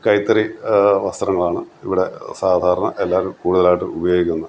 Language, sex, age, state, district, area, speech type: Malayalam, male, 60+, Kerala, Kottayam, rural, spontaneous